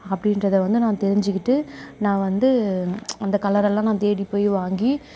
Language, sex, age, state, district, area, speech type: Tamil, female, 18-30, Tamil Nadu, Perambalur, rural, spontaneous